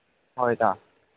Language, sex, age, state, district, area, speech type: Manipuri, male, 18-30, Manipur, Kangpokpi, urban, conversation